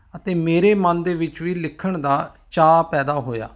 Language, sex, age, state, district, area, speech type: Punjabi, male, 45-60, Punjab, Ludhiana, urban, spontaneous